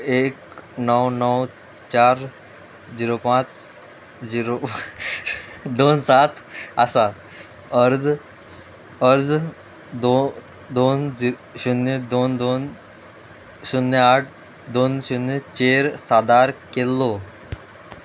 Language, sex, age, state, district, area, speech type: Goan Konkani, male, 18-30, Goa, Murmgao, rural, read